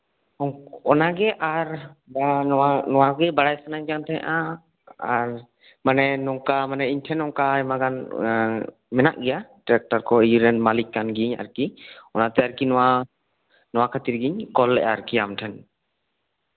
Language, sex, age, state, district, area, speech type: Santali, male, 18-30, West Bengal, Bankura, rural, conversation